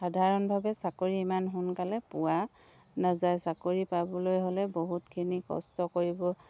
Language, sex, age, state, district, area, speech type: Assamese, female, 60+, Assam, Dibrugarh, rural, spontaneous